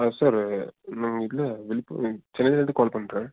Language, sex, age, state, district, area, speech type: Tamil, male, 18-30, Tamil Nadu, Nilgiris, urban, conversation